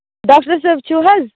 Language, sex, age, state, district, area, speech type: Kashmiri, female, 18-30, Jammu and Kashmir, Baramulla, rural, conversation